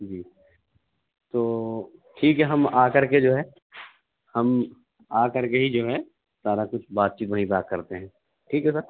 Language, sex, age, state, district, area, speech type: Urdu, male, 18-30, Delhi, Central Delhi, urban, conversation